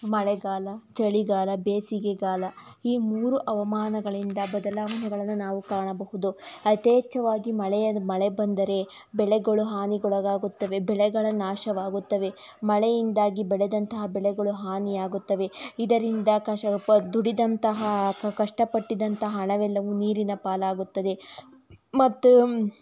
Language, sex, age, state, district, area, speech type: Kannada, female, 30-45, Karnataka, Tumkur, rural, spontaneous